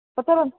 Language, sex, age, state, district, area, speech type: Odia, female, 45-60, Odisha, Nayagarh, rural, conversation